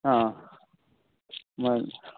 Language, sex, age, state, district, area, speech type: Kannada, male, 18-30, Karnataka, Tumkur, urban, conversation